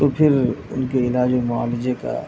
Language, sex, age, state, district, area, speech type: Urdu, male, 30-45, Bihar, Madhubani, urban, spontaneous